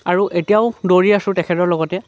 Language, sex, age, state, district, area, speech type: Assamese, male, 18-30, Assam, Lakhimpur, urban, spontaneous